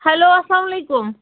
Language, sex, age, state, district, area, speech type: Kashmiri, female, 30-45, Jammu and Kashmir, Pulwama, rural, conversation